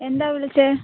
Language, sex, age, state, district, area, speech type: Malayalam, female, 18-30, Kerala, Alappuzha, rural, conversation